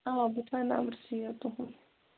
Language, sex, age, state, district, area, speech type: Kashmiri, female, 18-30, Jammu and Kashmir, Bandipora, rural, conversation